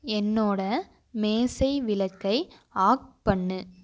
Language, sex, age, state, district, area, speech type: Tamil, female, 18-30, Tamil Nadu, Coimbatore, rural, read